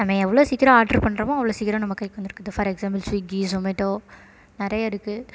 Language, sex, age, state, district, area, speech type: Tamil, female, 18-30, Tamil Nadu, Tiruchirappalli, rural, spontaneous